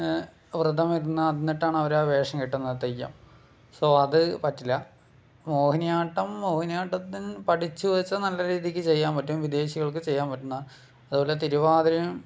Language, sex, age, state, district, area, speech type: Malayalam, male, 30-45, Kerala, Palakkad, urban, spontaneous